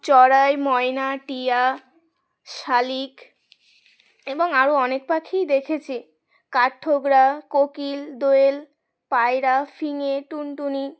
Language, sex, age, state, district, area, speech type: Bengali, female, 18-30, West Bengal, Uttar Dinajpur, urban, spontaneous